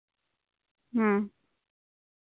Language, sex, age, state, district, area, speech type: Santali, female, 45-60, Jharkhand, Pakur, rural, conversation